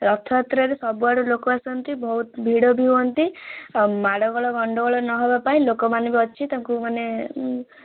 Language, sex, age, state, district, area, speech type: Odia, female, 18-30, Odisha, Kendrapara, urban, conversation